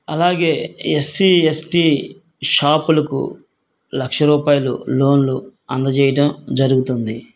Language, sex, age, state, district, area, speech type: Telugu, male, 45-60, Andhra Pradesh, Guntur, rural, spontaneous